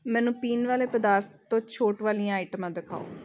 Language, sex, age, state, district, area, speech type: Punjabi, female, 30-45, Punjab, Amritsar, urban, read